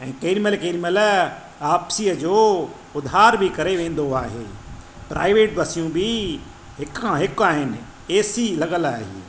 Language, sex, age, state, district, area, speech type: Sindhi, male, 45-60, Madhya Pradesh, Katni, urban, spontaneous